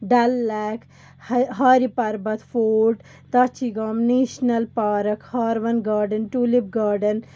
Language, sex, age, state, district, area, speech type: Kashmiri, female, 18-30, Jammu and Kashmir, Srinagar, rural, spontaneous